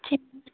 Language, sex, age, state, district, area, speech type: Tamil, female, 45-60, Tamil Nadu, Madurai, urban, conversation